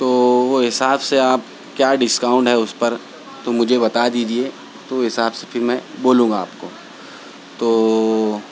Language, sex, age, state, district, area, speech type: Urdu, male, 30-45, Maharashtra, Nashik, urban, spontaneous